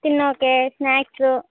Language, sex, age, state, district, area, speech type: Kannada, female, 18-30, Karnataka, Bellary, rural, conversation